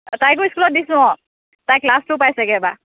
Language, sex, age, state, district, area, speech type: Assamese, female, 45-60, Assam, Morigaon, rural, conversation